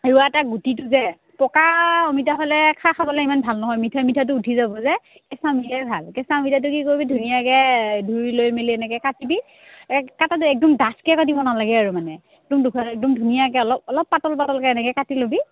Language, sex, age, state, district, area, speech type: Assamese, female, 18-30, Assam, Udalguri, rural, conversation